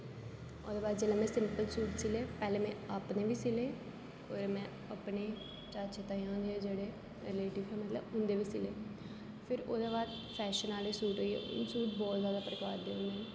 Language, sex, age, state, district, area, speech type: Dogri, female, 18-30, Jammu and Kashmir, Jammu, urban, spontaneous